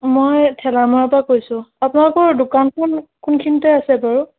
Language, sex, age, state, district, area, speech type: Assamese, female, 18-30, Assam, Sonitpur, rural, conversation